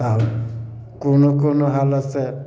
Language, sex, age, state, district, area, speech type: Maithili, male, 60+, Bihar, Samastipur, urban, spontaneous